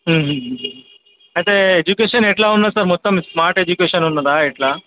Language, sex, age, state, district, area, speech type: Telugu, male, 30-45, Andhra Pradesh, Krishna, urban, conversation